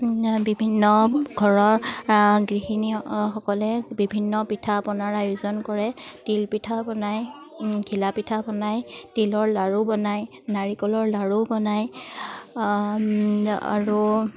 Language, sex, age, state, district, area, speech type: Assamese, female, 30-45, Assam, Charaideo, urban, spontaneous